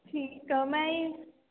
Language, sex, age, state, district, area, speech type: Punjabi, female, 18-30, Punjab, Gurdaspur, rural, conversation